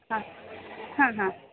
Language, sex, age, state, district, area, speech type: Kannada, female, 18-30, Karnataka, Gadag, rural, conversation